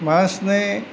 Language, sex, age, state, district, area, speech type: Gujarati, male, 60+, Gujarat, Rajkot, rural, spontaneous